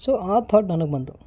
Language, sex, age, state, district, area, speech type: Kannada, male, 30-45, Karnataka, Gulbarga, urban, spontaneous